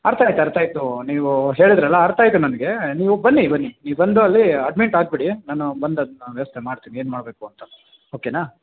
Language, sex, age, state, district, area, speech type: Kannada, male, 30-45, Karnataka, Kolar, rural, conversation